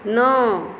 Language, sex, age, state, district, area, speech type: Maithili, female, 30-45, Bihar, Madhepura, urban, read